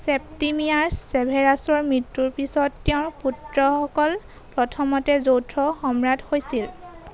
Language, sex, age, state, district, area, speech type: Assamese, female, 18-30, Assam, Golaghat, urban, read